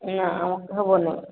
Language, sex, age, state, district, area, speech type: Odia, female, 45-60, Odisha, Angul, rural, conversation